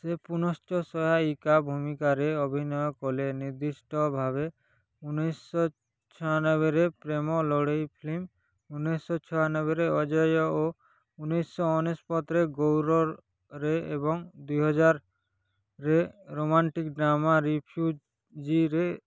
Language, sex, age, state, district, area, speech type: Odia, male, 18-30, Odisha, Kalahandi, rural, read